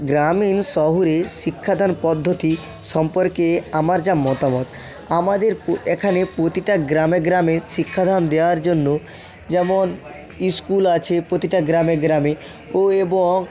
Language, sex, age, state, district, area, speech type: Bengali, male, 45-60, West Bengal, South 24 Parganas, rural, spontaneous